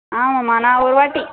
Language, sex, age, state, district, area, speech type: Tamil, female, 30-45, Tamil Nadu, Madurai, urban, conversation